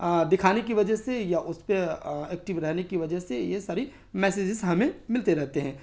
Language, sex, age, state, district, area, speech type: Urdu, male, 30-45, Bihar, Darbhanga, rural, spontaneous